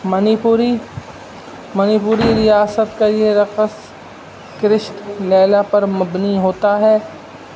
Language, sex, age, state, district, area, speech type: Urdu, male, 30-45, Uttar Pradesh, Rampur, urban, spontaneous